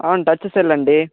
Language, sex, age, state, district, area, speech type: Telugu, male, 60+, Andhra Pradesh, Chittoor, rural, conversation